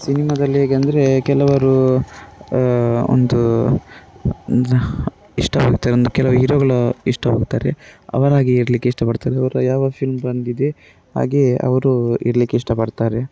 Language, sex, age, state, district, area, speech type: Kannada, male, 30-45, Karnataka, Dakshina Kannada, rural, spontaneous